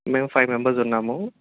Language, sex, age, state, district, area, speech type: Telugu, male, 30-45, Telangana, Peddapalli, rural, conversation